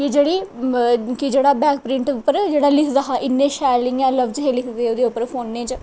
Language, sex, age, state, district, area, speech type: Dogri, female, 18-30, Jammu and Kashmir, Kathua, rural, spontaneous